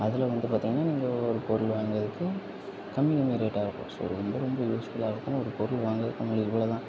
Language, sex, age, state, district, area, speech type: Tamil, male, 18-30, Tamil Nadu, Tirunelveli, rural, spontaneous